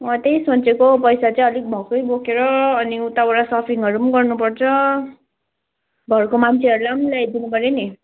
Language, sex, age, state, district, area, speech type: Nepali, female, 18-30, West Bengal, Jalpaiguri, urban, conversation